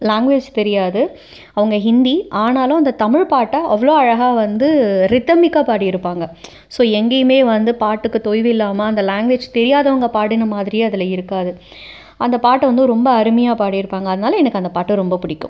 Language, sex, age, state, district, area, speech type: Tamil, female, 30-45, Tamil Nadu, Cuddalore, urban, spontaneous